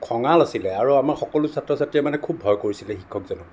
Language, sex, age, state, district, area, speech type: Assamese, male, 60+, Assam, Sonitpur, urban, spontaneous